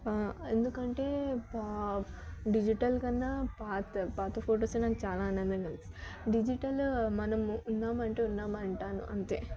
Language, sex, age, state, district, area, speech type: Telugu, female, 18-30, Telangana, Yadadri Bhuvanagiri, urban, spontaneous